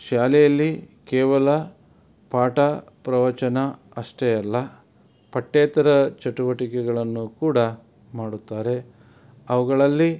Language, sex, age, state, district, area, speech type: Kannada, male, 45-60, Karnataka, Davanagere, rural, spontaneous